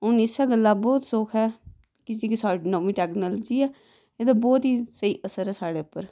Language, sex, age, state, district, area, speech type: Dogri, female, 30-45, Jammu and Kashmir, Udhampur, rural, spontaneous